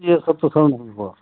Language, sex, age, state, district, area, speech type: Hindi, male, 60+, Uttar Pradesh, Ayodhya, rural, conversation